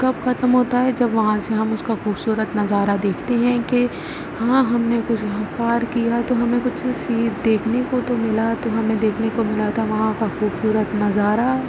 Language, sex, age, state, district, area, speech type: Urdu, female, 30-45, Uttar Pradesh, Aligarh, rural, spontaneous